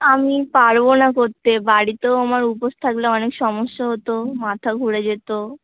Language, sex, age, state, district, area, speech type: Bengali, female, 18-30, West Bengal, South 24 Parganas, rural, conversation